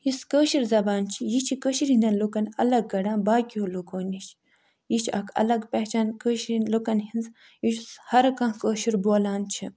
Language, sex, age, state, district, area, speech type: Kashmiri, female, 60+, Jammu and Kashmir, Ganderbal, urban, spontaneous